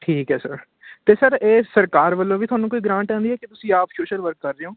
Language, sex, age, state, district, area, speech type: Punjabi, male, 18-30, Punjab, Ludhiana, urban, conversation